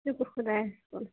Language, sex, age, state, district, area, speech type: Kashmiri, female, 30-45, Jammu and Kashmir, Bandipora, rural, conversation